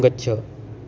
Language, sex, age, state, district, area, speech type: Sanskrit, male, 18-30, Maharashtra, Solapur, urban, read